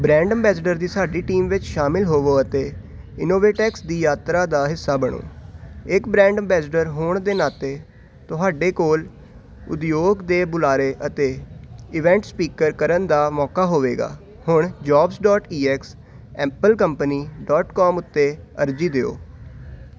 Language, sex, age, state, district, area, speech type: Punjabi, male, 18-30, Punjab, Hoshiarpur, urban, read